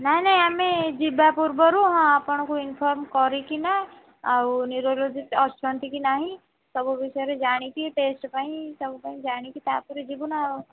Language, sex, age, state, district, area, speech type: Odia, female, 30-45, Odisha, Kendrapara, urban, conversation